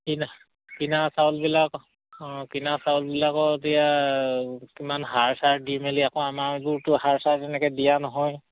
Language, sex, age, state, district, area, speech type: Assamese, male, 45-60, Assam, Charaideo, rural, conversation